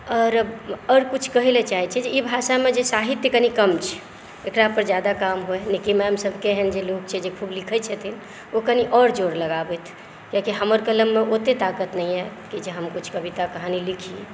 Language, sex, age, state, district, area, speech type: Maithili, female, 45-60, Bihar, Saharsa, urban, spontaneous